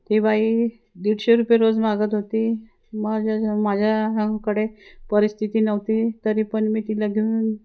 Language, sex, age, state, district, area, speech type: Marathi, female, 60+, Maharashtra, Wardha, rural, spontaneous